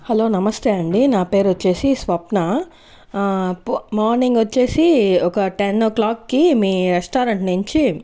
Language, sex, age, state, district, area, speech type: Telugu, female, 30-45, Andhra Pradesh, Sri Balaji, urban, spontaneous